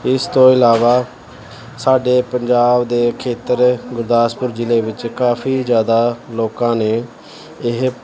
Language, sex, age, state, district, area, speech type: Punjabi, male, 30-45, Punjab, Pathankot, urban, spontaneous